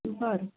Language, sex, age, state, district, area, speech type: Marathi, female, 45-60, Maharashtra, Sangli, rural, conversation